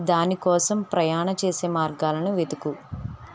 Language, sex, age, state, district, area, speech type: Telugu, female, 18-30, Andhra Pradesh, N T Rama Rao, rural, read